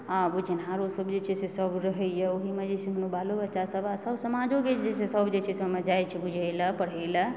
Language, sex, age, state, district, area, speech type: Maithili, female, 30-45, Bihar, Supaul, rural, spontaneous